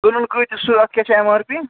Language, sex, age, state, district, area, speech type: Kashmiri, male, 45-60, Jammu and Kashmir, Srinagar, urban, conversation